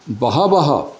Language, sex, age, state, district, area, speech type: Sanskrit, male, 45-60, Odisha, Cuttack, urban, spontaneous